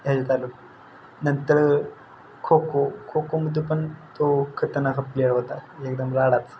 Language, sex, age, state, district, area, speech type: Marathi, male, 18-30, Maharashtra, Satara, urban, spontaneous